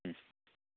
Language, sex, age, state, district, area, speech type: Manipuri, male, 30-45, Manipur, Ukhrul, rural, conversation